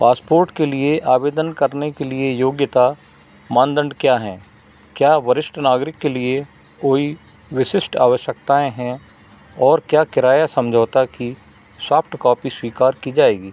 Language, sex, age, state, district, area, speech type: Hindi, male, 60+, Madhya Pradesh, Narsinghpur, rural, read